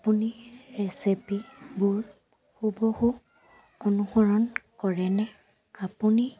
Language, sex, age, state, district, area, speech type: Assamese, female, 18-30, Assam, Dibrugarh, rural, spontaneous